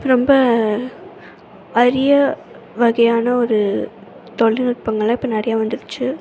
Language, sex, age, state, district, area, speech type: Tamil, female, 18-30, Tamil Nadu, Tirunelveli, rural, spontaneous